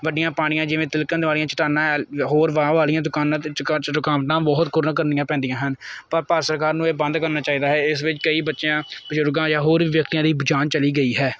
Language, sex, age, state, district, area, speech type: Punjabi, male, 18-30, Punjab, Kapurthala, urban, spontaneous